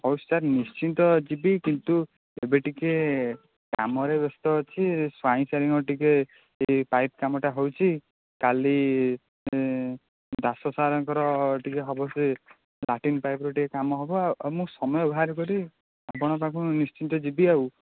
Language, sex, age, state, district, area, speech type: Odia, male, 18-30, Odisha, Jagatsinghpur, rural, conversation